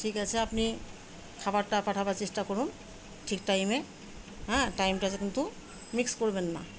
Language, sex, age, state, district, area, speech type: Bengali, female, 45-60, West Bengal, Murshidabad, rural, spontaneous